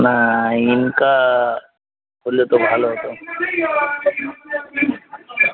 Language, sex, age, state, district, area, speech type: Bengali, male, 30-45, West Bengal, Darjeeling, rural, conversation